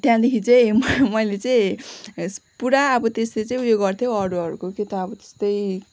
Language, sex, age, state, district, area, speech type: Nepali, female, 18-30, West Bengal, Kalimpong, rural, spontaneous